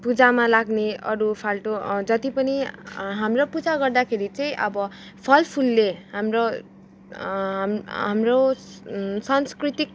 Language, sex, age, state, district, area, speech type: Nepali, female, 18-30, West Bengal, Kalimpong, rural, spontaneous